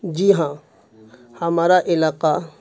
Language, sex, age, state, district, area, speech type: Urdu, male, 45-60, Bihar, Khagaria, urban, spontaneous